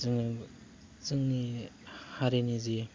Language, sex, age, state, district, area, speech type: Bodo, male, 30-45, Assam, Baksa, urban, spontaneous